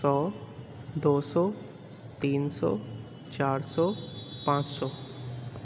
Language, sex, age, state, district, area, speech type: Urdu, male, 18-30, Uttar Pradesh, Rampur, urban, spontaneous